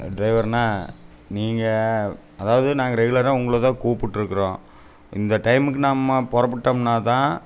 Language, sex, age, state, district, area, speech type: Tamil, male, 30-45, Tamil Nadu, Coimbatore, urban, spontaneous